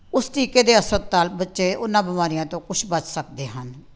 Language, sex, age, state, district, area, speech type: Punjabi, female, 60+, Punjab, Tarn Taran, urban, spontaneous